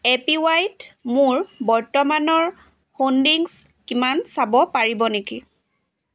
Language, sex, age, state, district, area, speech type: Assamese, female, 45-60, Assam, Dibrugarh, rural, read